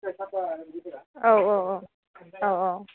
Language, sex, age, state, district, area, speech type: Bodo, female, 18-30, Assam, Udalguri, urban, conversation